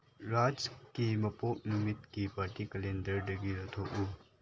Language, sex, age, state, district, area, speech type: Manipuri, male, 18-30, Manipur, Chandel, rural, read